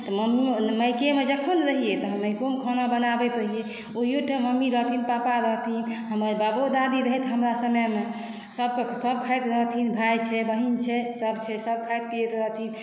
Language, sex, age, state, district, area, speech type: Maithili, female, 60+, Bihar, Saharsa, rural, spontaneous